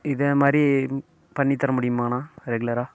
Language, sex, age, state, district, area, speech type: Tamil, male, 30-45, Tamil Nadu, Namakkal, rural, spontaneous